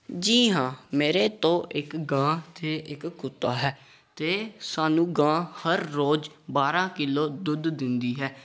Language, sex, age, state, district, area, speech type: Punjabi, male, 18-30, Punjab, Gurdaspur, rural, spontaneous